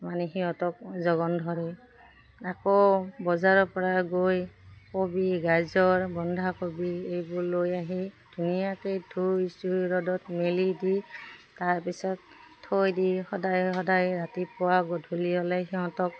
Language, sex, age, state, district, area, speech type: Assamese, female, 45-60, Assam, Udalguri, rural, spontaneous